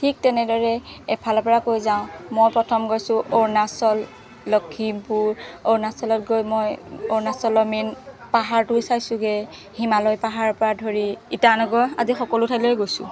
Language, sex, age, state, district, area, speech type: Assamese, female, 30-45, Assam, Golaghat, urban, spontaneous